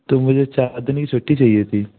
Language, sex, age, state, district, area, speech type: Hindi, male, 30-45, Madhya Pradesh, Gwalior, rural, conversation